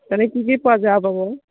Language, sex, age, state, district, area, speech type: Assamese, female, 45-60, Assam, Morigaon, rural, conversation